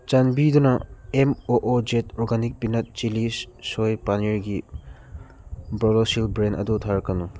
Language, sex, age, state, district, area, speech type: Manipuri, male, 30-45, Manipur, Churachandpur, rural, read